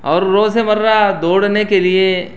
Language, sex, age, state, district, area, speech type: Urdu, male, 30-45, Uttar Pradesh, Saharanpur, urban, spontaneous